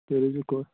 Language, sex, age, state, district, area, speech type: Kashmiri, male, 18-30, Jammu and Kashmir, Shopian, rural, conversation